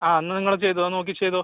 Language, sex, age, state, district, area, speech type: Malayalam, male, 18-30, Kerala, Kannur, rural, conversation